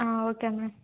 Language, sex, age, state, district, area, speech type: Telugu, female, 18-30, Telangana, Jangaon, urban, conversation